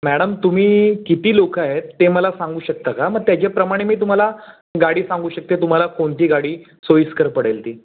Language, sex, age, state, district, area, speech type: Marathi, male, 30-45, Maharashtra, Raigad, rural, conversation